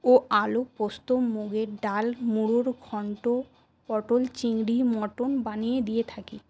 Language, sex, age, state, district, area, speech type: Bengali, female, 30-45, West Bengal, Paschim Bardhaman, urban, spontaneous